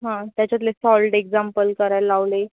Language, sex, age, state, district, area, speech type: Marathi, female, 18-30, Maharashtra, Nashik, urban, conversation